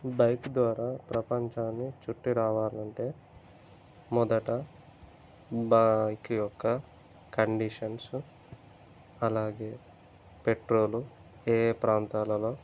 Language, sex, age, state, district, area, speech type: Telugu, male, 30-45, Telangana, Peddapalli, urban, spontaneous